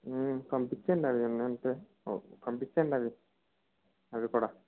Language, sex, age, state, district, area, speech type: Telugu, male, 18-30, Andhra Pradesh, Kakinada, rural, conversation